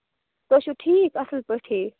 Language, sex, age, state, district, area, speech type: Kashmiri, female, 18-30, Jammu and Kashmir, Budgam, rural, conversation